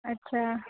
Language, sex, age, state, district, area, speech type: Maithili, female, 18-30, Bihar, Purnia, rural, conversation